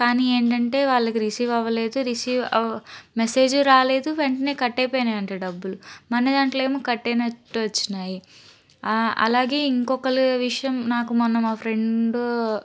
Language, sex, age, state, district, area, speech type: Telugu, female, 30-45, Andhra Pradesh, Guntur, urban, spontaneous